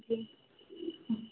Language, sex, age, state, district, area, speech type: Hindi, female, 18-30, Madhya Pradesh, Hoshangabad, urban, conversation